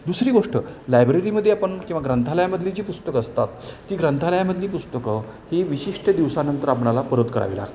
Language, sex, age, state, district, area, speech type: Marathi, male, 60+, Maharashtra, Satara, urban, spontaneous